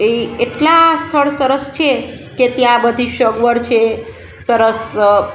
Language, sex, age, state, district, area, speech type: Gujarati, female, 45-60, Gujarat, Rajkot, rural, spontaneous